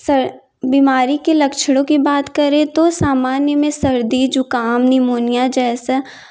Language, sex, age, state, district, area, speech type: Hindi, female, 18-30, Uttar Pradesh, Jaunpur, urban, spontaneous